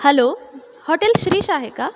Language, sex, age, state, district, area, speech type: Marathi, female, 30-45, Maharashtra, Buldhana, urban, spontaneous